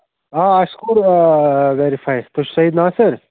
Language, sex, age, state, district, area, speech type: Kashmiri, male, 30-45, Jammu and Kashmir, Budgam, rural, conversation